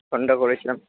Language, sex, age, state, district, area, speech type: Bengali, male, 18-30, West Bengal, Purba Bardhaman, urban, conversation